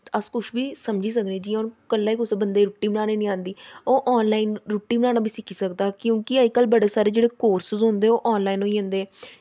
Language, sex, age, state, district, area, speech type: Dogri, female, 30-45, Jammu and Kashmir, Samba, urban, spontaneous